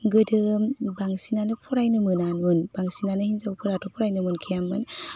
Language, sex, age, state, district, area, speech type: Bodo, female, 18-30, Assam, Udalguri, rural, spontaneous